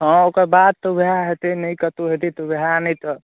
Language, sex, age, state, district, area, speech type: Maithili, male, 18-30, Bihar, Darbhanga, rural, conversation